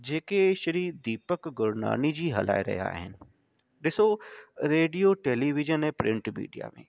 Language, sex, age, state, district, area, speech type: Sindhi, male, 30-45, Delhi, South Delhi, urban, spontaneous